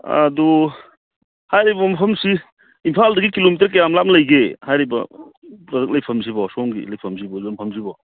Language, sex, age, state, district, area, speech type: Manipuri, male, 45-60, Manipur, Churachandpur, rural, conversation